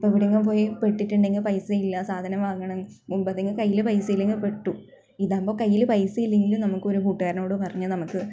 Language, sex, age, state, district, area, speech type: Malayalam, female, 18-30, Kerala, Kasaragod, rural, spontaneous